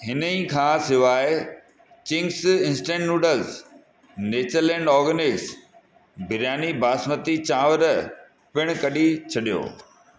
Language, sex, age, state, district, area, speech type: Sindhi, male, 45-60, Rajasthan, Ajmer, urban, read